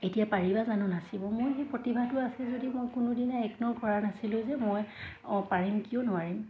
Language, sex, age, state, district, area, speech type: Assamese, female, 30-45, Assam, Dhemaji, rural, spontaneous